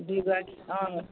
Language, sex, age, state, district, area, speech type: Assamese, female, 60+, Assam, Dibrugarh, rural, conversation